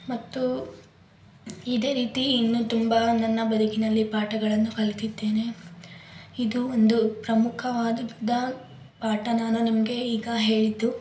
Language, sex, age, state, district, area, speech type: Kannada, female, 18-30, Karnataka, Davanagere, rural, spontaneous